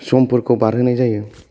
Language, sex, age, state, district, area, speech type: Bodo, male, 18-30, Assam, Kokrajhar, urban, spontaneous